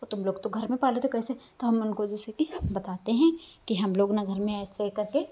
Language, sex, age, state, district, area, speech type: Hindi, female, 45-60, Uttar Pradesh, Hardoi, rural, spontaneous